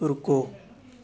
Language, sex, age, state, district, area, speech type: Punjabi, male, 18-30, Punjab, Shaheed Bhagat Singh Nagar, rural, read